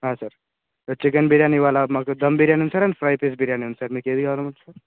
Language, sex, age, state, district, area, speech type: Telugu, male, 30-45, Telangana, Hyderabad, rural, conversation